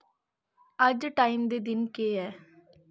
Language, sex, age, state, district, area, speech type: Dogri, female, 18-30, Jammu and Kashmir, Kathua, rural, read